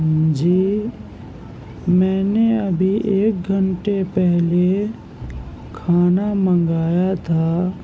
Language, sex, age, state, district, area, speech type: Urdu, male, 30-45, Uttar Pradesh, Gautam Buddha Nagar, urban, spontaneous